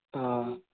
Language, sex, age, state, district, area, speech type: Hindi, male, 45-60, Rajasthan, Jodhpur, urban, conversation